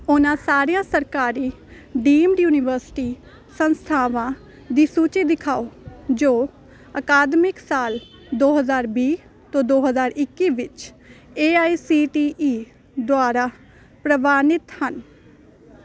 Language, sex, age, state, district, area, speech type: Punjabi, female, 18-30, Punjab, Hoshiarpur, urban, read